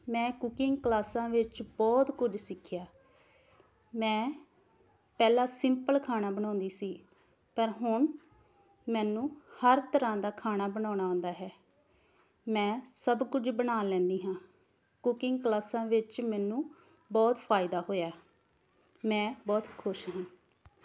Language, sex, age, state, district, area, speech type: Punjabi, female, 18-30, Punjab, Tarn Taran, rural, spontaneous